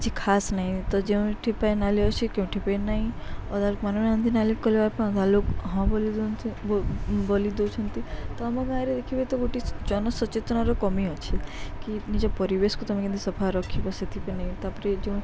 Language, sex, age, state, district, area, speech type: Odia, female, 18-30, Odisha, Subarnapur, urban, spontaneous